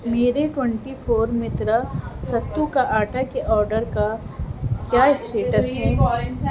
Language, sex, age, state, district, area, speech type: Urdu, female, 18-30, Delhi, Central Delhi, urban, read